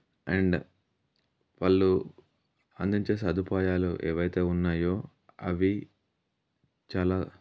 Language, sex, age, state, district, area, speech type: Telugu, male, 30-45, Telangana, Yadadri Bhuvanagiri, rural, spontaneous